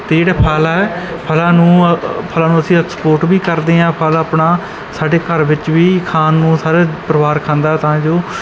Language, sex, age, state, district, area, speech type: Punjabi, male, 30-45, Punjab, Bathinda, rural, spontaneous